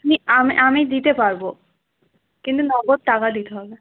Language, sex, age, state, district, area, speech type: Bengali, female, 18-30, West Bengal, Uttar Dinajpur, urban, conversation